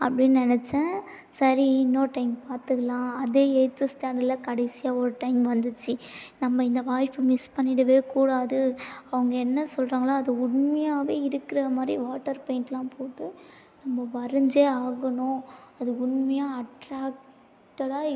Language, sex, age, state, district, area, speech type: Tamil, female, 18-30, Tamil Nadu, Tiruvannamalai, urban, spontaneous